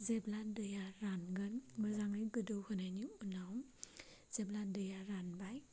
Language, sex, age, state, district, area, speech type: Bodo, male, 30-45, Assam, Chirang, rural, spontaneous